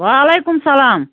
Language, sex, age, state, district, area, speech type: Kashmiri, female, 30-45, Jammu and Kashmir, Budgam, rural, conversation